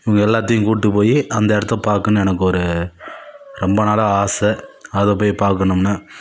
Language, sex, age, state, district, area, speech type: Tamil, male, 30-45, Tamil Nadu, Kallakurichi, urban, spontaneous